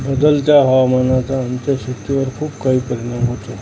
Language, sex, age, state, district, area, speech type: Marathi, male, 45-60, Maharashtra, Amravati, rural, spontaneous